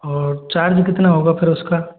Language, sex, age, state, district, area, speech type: Hindi, male, 45-60, Rajasthan, Karauli, rural, conversation